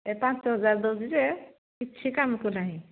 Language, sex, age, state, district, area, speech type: Odia, female, 45-60, Odisha, Angul, rural, conversation